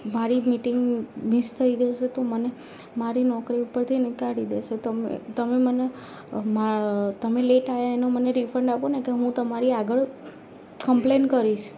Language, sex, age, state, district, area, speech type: Gujarati, female, 18-30, Gujarat, Ahmedabad, urban, spontaneous